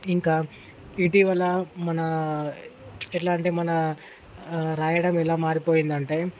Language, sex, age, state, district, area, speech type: Telugu, male, 18-30, Telangana, Ranga Reddy, urban, spontaneous